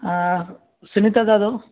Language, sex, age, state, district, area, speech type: Marathi, male, 30-45, Maharashtra, Buldhana, rural, conversation